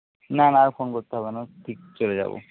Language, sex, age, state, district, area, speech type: Bengali, male, 18-30, West Bengal, Jhargram, rural, conversation